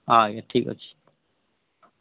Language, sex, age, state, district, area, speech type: Odia, male, 45-60, Odisha, Malkangiri, urban, conversation